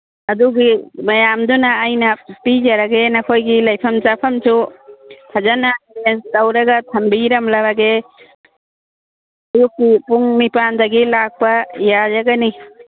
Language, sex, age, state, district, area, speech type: Manipuri, female, 60+, Manipur, Churachandpur, urban, conversation